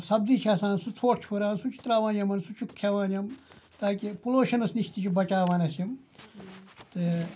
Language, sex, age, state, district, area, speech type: Kashmiri, male, 45-60, Jammu and Kashmir, Ganderbal, rural, spontaneous